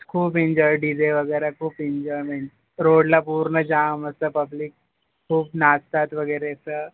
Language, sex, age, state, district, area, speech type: Marathi, male, 18-30, Maharashtra, Ratnagiri, urban, conversation